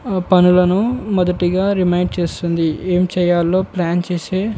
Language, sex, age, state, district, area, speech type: Telugu, male, 18-30, Telangana, Komaram Bheem, urban, spontaneous